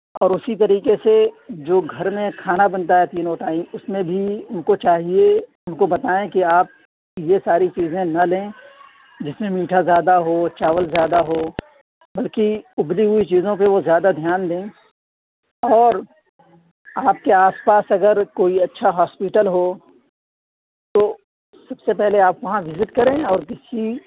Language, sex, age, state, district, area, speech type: Urdu, female, 30-45, Delhi, South Delhi, rural, conversation